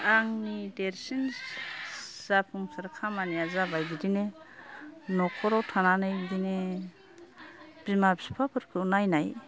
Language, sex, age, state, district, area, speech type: Bodo, female, 60+, Assam, Kokrajhar, rural, spontaneous